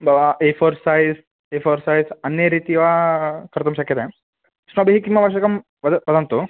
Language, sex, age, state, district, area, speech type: Sanskrit, male, 18-30, Karnataka, Dharwad, urban, conversation